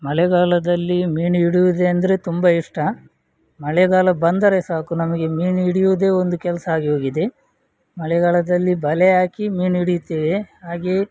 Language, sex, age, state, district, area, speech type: Kannada, male, 30-45, Karnataka, Udupi, rural, spontaneous